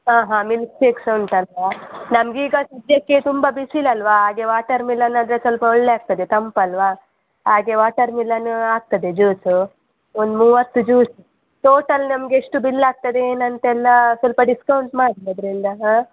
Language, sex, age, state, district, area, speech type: Kannada, female, 18-30, Karnataka, Chitradurga, rural, conversation